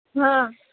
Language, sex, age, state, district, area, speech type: Marathi, female, 18-30, Maharashtra, Ahmednagar, rural, conversation